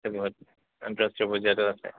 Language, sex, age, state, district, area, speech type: Assamese, male, 30-45, Assam, Goalpara, urban, conversation